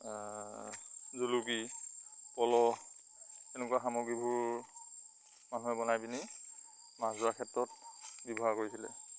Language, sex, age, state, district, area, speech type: Assamese, male, 30-45, Assam, Lakhimpur, rural, spontaneous